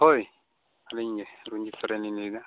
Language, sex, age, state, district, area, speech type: Santali, male, 30-45, West Bengal, Bankura, rural, conversation